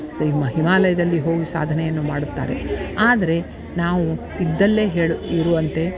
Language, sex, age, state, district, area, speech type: Kannada, female, 60+, Karnataka, Dharwad, rural, spontaneous